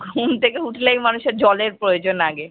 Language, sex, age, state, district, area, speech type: Bengali, female, 30-45, West Bengal, Kolkata, urban, conversation